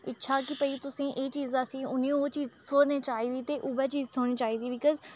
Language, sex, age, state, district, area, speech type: Dogri, female, 30-45, Jammu and Kashmir, Udhampur, urban, spontaneous